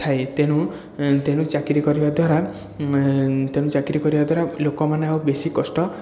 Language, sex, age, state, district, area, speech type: Odia, male, 30-45, Odisha, Puri, urban, spontaneous